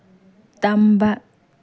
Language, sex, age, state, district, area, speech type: Manipuri, female, 18-30, Manipur, Tengnoupal, urban, read